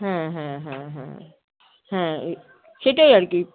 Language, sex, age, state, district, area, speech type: Bengali, female, 45-60, West Bengal, Alipurduar, rural, conversation